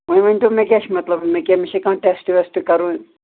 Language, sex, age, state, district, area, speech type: Kashmiri, male, 60+, Jammu and Kashmir, Srinagar, urban, conversation